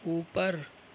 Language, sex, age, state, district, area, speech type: Urdu, male, 18-30, Maharashtra, Nashik, urban, read